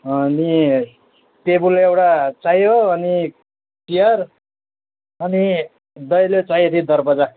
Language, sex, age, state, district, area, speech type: Nepali, male, 30-45, West Bengal, Alipurduar, urban, conversation